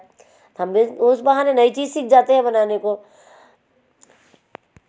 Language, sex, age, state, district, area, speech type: Hindi, female, 45-60, Madhya Pradesh, Betul, urban, spontaneous